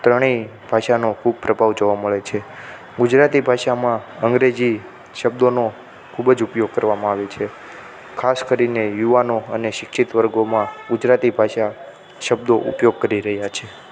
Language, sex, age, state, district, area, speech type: Gujarati, male, 18-30, Gujarat, Ahmedabad, urban, spontaneous